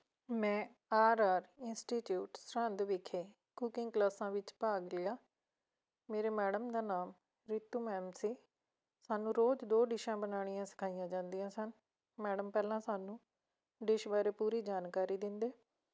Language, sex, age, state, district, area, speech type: Punjabi, female, 45-60, Punjab, Fatehgarh Sahib, rural, spontaneous